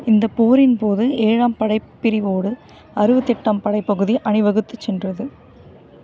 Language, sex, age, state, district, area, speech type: Tamil, female, 30-45, Tamil Nadu, Kanchipuram, urban, read